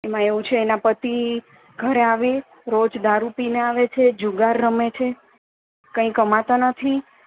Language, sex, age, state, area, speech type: Gujarati, female, 30-45, Gujarat, urban, conversation